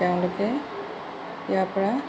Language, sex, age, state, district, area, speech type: Assamese, female, 45-60, Assam, Jorhat, urban, spontaneous